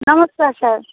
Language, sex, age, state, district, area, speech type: Bengali, female, 45-60, West Bengal, Hooghly, rural, conversation